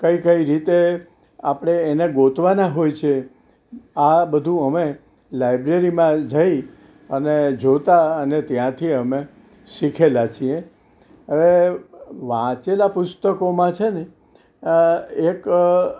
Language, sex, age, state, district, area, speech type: Gujarati, male, 60+, Gujarat, Kheda, rural, spontaneous